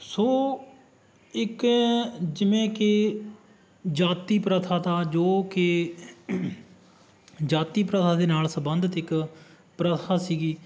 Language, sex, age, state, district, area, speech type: Punjabi, male, 30-45, Punjab, Barnala, rural, spontaneous